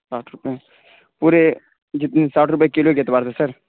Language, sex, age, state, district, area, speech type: Urdu, male, 18-30, Uttar Pradesh, Saharanpur, urban, conversation